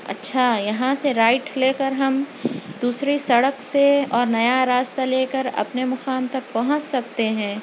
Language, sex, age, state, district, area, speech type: Urdu, female, 30-45, Telangana, Hyderabad, urban, spontaneous